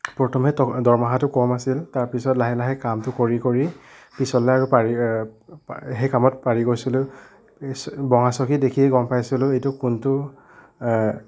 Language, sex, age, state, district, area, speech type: Assamese, male, 60+, Assam, Nagaon, rural, spontaneous